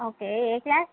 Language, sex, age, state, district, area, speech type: Telugu, female, 18-30, Andhra Pradesh, Visakhapatnam, urban, conversation